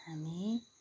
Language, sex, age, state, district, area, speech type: Nepali, female, 30-45, West Bengal, Darjeeling, rural, spontaneous